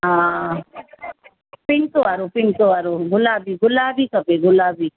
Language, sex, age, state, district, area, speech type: Sindhi, female, 60+, Uttar Pradesh, Lucknow, urban, conversation